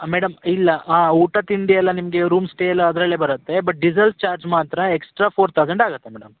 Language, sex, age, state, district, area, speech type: Kannada, male, 18-30, Karnataka, Uttara Kannada, rural, conversation